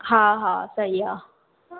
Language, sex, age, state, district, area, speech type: Sindhi, female, 18-30, Madhya Pradesh, Katni, urban, conversation